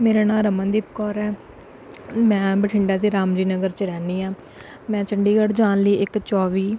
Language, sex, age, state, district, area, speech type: Punjabi, female, 18-30, Punjab, Bathinda, rural, spontaneous